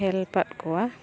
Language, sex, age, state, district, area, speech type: Santali, female, 18-30, Jharkhand, Bokaro, rural, spontaneous